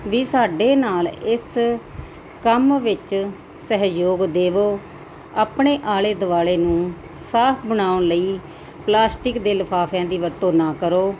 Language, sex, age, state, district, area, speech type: Punjabi, female, 30-45, Punjab, Muktsar, urban, spontaneous